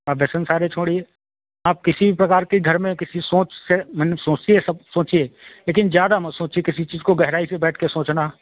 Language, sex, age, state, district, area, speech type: Hindi, male, 45-60, Uttar Pradesh, Sitapur, rural, conversation